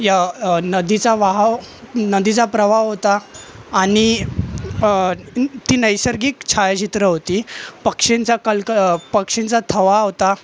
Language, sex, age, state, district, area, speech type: Marathi, male, 18-30, Maharashtra, Thane, urban, spontaneous